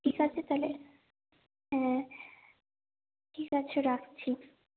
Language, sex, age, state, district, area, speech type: Bengali, female, 18-30, West Bengal, Paschim Bardhaman, urban, conversation